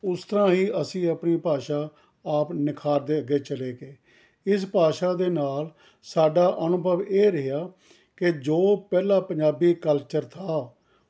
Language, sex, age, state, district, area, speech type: Punjabi, male, 60+, Punjab, Rupnagar, rural, spontaneous